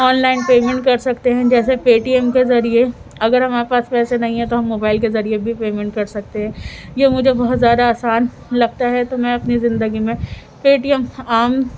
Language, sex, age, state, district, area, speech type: Urdu, female, 18-30, Delhi, Central Delhi, urban, spontaneous